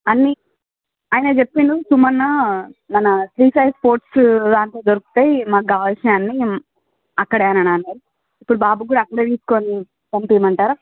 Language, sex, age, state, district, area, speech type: Telugu, female, 60+, Andhra Pradesh, Visakhapatnam, urban, conversation